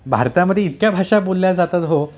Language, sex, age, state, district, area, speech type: Marathi, male, 30-45, Maharashtra, Yavatmal, urban, spontaneous